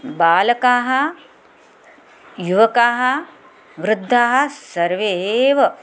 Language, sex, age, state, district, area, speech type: Sanskrit, female, 45-60, Maharashtra, Nagpur, urban, spontaneous